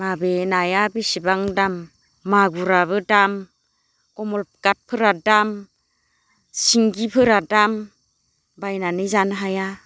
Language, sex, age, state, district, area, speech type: Bodo, female, 45-60, Assam, Baksa, rural, spontaneous